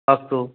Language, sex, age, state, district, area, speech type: Sanskrit, male, 60+, Tamil Nadu, Coimbatore, urban, conversation